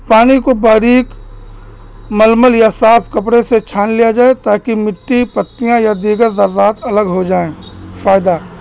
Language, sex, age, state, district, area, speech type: Urdu, male, 30-45, Uttar Pradesh, Balrampur, rural, spontaneous